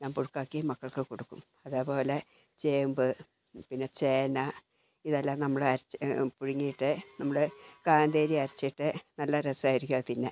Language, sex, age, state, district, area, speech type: Malayalam, female, 60+, Kerala, Wayanad, rural, spontaneous